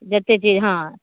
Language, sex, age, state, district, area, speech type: Maithili, female, 45-60, Bihar, Saharsa, urban, conversation